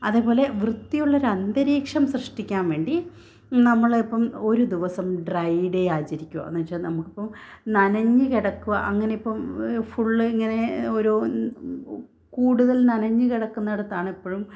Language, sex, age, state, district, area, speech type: Malayalam, female, 30-45, Kerala, Kannur, urban, spontaneous